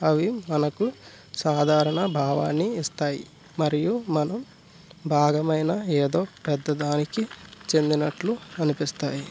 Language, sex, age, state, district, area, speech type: Telugu, male, 18-30, Andhra Pradesh, East Godavari, rural, spontaneous